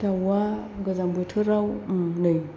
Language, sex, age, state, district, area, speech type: Bodo, female, 60+, Assam, Chirang, rural, spontaneous